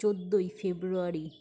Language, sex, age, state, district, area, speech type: Bengali, female, 45-60, West Bengal, Jhargram, rural, spontaneous